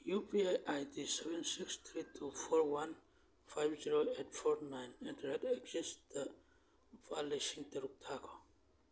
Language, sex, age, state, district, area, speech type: Manipuri, male, 30-45, Manipur, Churachandpur, rural, read